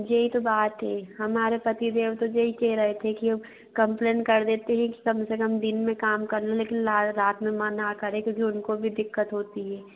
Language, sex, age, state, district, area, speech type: Hindi, female, 60+, Madhya Pradesh, Bhopal, urban, conversation